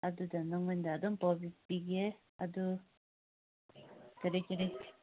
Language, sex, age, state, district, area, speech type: Manipuri, female, 30-45, Manipur, Senapati, rural, conversation